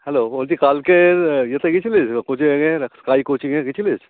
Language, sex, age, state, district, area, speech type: Bengali, male, 45-60, West Bengal, Howrah, urban, conversation